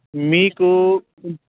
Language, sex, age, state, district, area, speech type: Telugu, male, 45-60, Andhra Pradesh, Nellore, urban, conversation